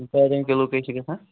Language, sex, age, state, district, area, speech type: Kashmiri, male, 18-30, Jammu and Kashmir, Pulwama, rural, conversation